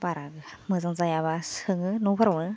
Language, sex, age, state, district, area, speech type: Bodo, female, 18-30, Assam, Baksa, rural, spontaneous